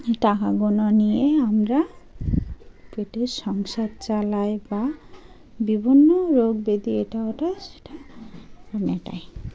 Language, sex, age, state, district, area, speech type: Bengali, female, 30-45, West Bengal, Dakshin Dinajpur, urban, spontaneous